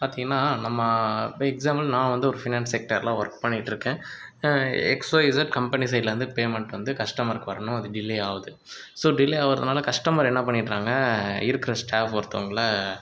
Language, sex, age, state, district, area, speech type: Tamil, male, 30-45, Tamil Nadu, Pudukkottai, rural, spontaneous